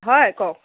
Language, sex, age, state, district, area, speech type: Assamese, female, 30-45, Assam, Biswanath, rural, conversation